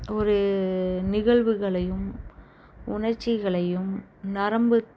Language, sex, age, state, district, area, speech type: Tamil, female, 30-45, Tamil Nadu, Chennai, urban, spontaneous